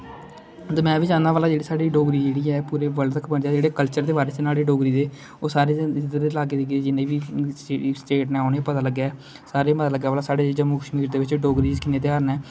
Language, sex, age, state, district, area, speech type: Dogri, male, 18-30, Jammu and Kashmir, Kathua, rural, spontaneous